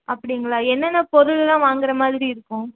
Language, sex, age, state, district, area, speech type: Tamil, female, 18-30, Tamil Nadu, Erode, rural, conversation